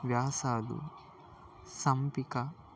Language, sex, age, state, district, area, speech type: Telugu, male, 18-30, Andhra Pradesh, Annamaya, rural, spontaneous